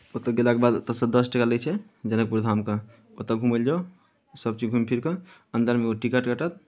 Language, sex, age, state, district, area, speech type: Maithili, male, 18-30, Bihar, Darbhanga, rural, spontaneous